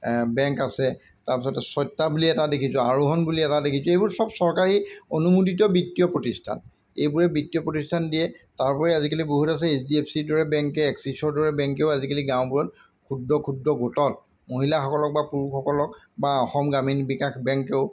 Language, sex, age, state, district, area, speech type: Assamese, male, 45-60, Assam, Golaghat, urban, spontaneous